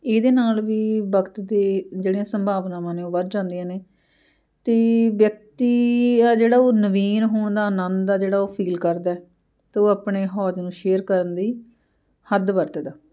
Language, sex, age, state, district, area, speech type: Punjabi, female, 30-45, Punjab, Amritsar, urban, spontaneous